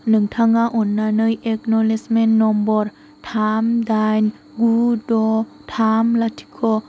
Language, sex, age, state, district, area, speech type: Bodo, female, 18-30, Assam, Kokrajhar, rural, read